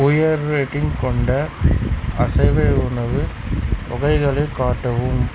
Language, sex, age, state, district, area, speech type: Tamil, male, 45-60, Tamil Nadu, Sivaganga, rural, read